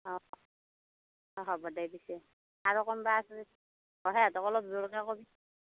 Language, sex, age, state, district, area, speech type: Assamese, female, 45-60, Assam, Darrang, rural, conversation